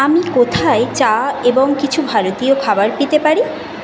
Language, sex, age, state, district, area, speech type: Bengali, female, 18-30, West Bengal, Kolkata, urban, read